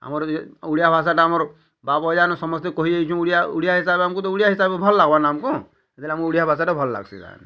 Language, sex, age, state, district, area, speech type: Odia, male, 45-60, Odisha, Bargarh, urban, spontaneous